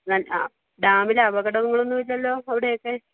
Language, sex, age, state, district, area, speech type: Malayalam, female, 30-45, Kerala, Thiruvananthapuram, rural, conversation